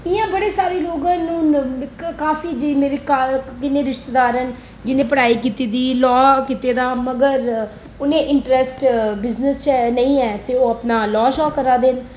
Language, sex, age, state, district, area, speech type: Dogri, female, 30-45, Jammu and Kashmir, Reasi, urban, spontaneous